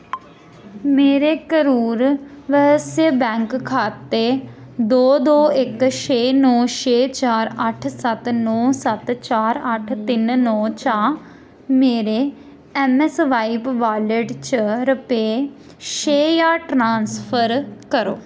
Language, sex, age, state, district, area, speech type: Dogri, female, 18-30, Jammu and Kashmir, Samba, urban, read